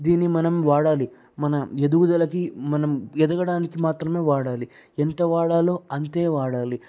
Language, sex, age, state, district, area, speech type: Telugu, male, 18-30, Andhra Pradesh, Anantapur, urban, spontaneous